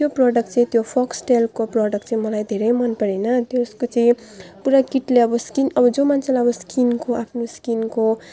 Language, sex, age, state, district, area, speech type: Nepali, female, 18-30, West Bengal, Alipurduar, urban, spontaneous